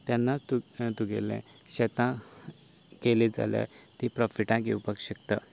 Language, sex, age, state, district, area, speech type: Goan Konkani, male, 18-30, Goa, Canacona, rural, spontaneous